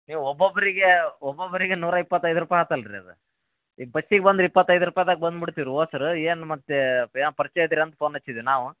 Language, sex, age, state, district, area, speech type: Kannada, male, 18-30, Karnataka, Koppal, rural, conversation